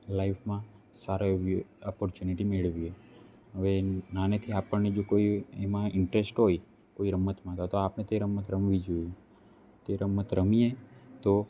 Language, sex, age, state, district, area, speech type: Gujarati, male, 18-30, Gujarat, Narmada, rural, spontaneous